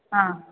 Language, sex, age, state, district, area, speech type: Malayalam, female, 30-45, Kerala, Kollam, rural, conversation